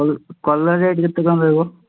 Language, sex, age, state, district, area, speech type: Odia, male, 18-30, Odisha, Puri, urban, conversation